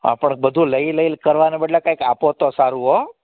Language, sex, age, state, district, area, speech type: Gujarati, male, 45-60, Gujarat, Amreli, urban, conversation